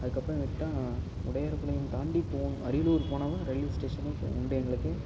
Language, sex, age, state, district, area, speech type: Tamil, male, 18-30, Tamil Nadu, Ariyalur, rural, spontaneous